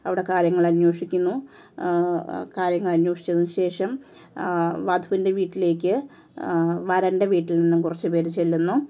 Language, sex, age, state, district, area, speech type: Malayalam, female, 45-60, Kerala, Ernakulam, rural, spontaneous